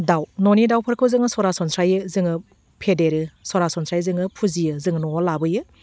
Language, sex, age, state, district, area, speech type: Bodo, female, 30-45, Assam, Udalguri, urban, spontaneous